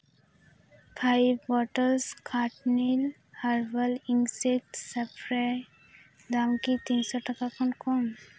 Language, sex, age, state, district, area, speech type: Santali, female, 18-30, West Bengal, Purba Bardhaman, rural, read